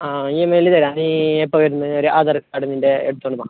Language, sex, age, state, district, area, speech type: Malayalam, male, 18-30, Kerala, Kasaragod, rural, conversation